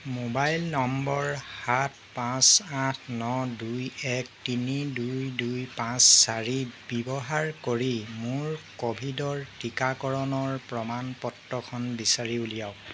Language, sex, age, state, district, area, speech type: Assamese, male, 30-45, Assam, Jorhat, urban, read